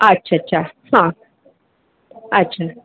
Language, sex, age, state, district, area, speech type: Marathi, female, 18-30, Maharashtra, Akola, urban, conversation